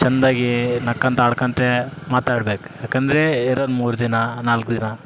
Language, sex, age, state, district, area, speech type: Kannada, male, 18-30, Karnataka, Vijayanagara, rural, spontaneous